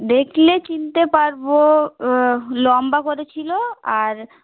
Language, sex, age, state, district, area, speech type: Bengali, female, 18-30, West Bengal, South 24 Parganas, rural, conversation